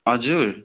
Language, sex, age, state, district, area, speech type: Nepali, male, 18-30, West Bengal, Kalimpong, rural, conversation